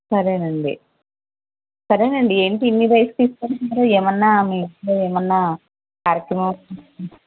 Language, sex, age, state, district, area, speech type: Telugu, female, 45-60, Andhra Pradesh, Konaseema, rural, conversation